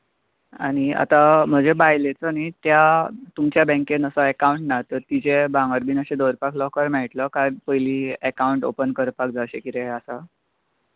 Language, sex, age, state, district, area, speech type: Goan Konkani, male, 18-30, Goa, Bardez, rural, conversation